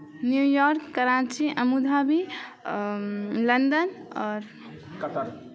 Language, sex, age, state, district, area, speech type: Maithili, female, 18-30, Bihar, Samastipur, urban, spontaneous